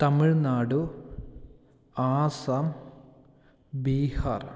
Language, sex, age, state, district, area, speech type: Malayalam, male, 45-60, Kerala, Palakkad, urban, spontaneous